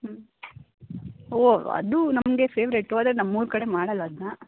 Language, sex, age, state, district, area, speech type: Kannada, female, 18-30, Karnataka, Kodagu, rural, conversation